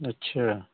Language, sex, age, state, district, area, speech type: Hindi, male, 18-30, Uttar Pradesh, Varanasi, rural, conversation